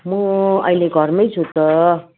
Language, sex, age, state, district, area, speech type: Nepali, female, 60+, West Bengal, Jalpaiguri, rural, conversation